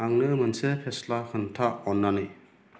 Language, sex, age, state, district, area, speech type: Bodo, male, 45-60, Assam, Chirang, rural, read